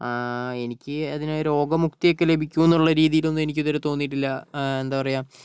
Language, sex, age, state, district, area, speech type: Malayalam, male, 30-45, Kerala, Kozhikode, urban, spontaneous